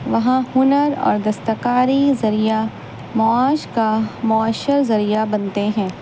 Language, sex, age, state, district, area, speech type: Urdu, female, 30-45, Bihar, Gaya, urban, spontaneous